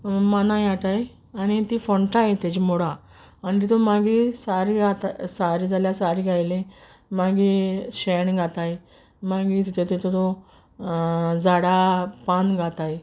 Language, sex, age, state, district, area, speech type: Goan Konkani, female, 45-60, Goa, Quepem, rural, spontaneous